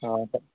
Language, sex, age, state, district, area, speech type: Assamese, male, 18-30, Assam, Jorhat, urban, conversation